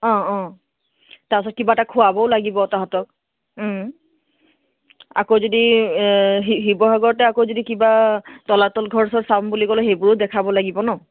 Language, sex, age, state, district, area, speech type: Assamese, female, 30-45, Assam, Charaideo, urban, conversation